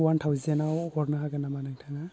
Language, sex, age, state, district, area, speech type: Bodo, male, 18-30, Assam, Baksa, rural, spontaneous